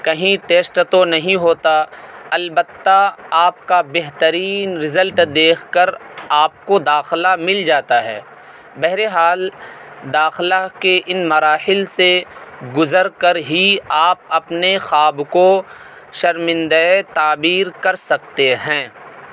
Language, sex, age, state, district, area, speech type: Urdu, male, 18-30, Delhi, South Delhi, urban, spontaneous